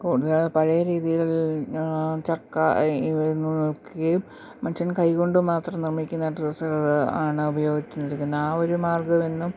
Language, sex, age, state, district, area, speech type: Malayalam, female, 45-60, Kerala, Pathanamthitta, rural, spontaneous